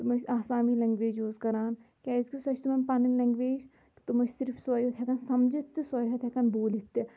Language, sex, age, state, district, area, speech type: Kashmiri, female, 30-45, Jammu and Kashmir, Shopian, urban, spontaneous